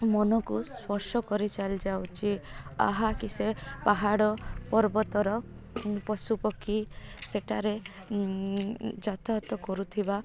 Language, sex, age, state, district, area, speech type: Odia, female, 18-30, Odisha, Koraput, urban, spontaneous